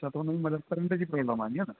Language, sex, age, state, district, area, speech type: Sindhi, male, 30-45, Gujarat, Surat, urban, conversation